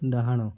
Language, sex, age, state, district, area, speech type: Odia, male, 30-45, Odisha, Kendujhar, urban, read